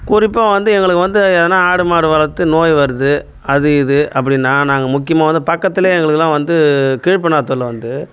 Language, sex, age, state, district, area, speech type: Tamil, male, 45-60, Tamil Nadu, Tiruvannamalai, rural, spontaneous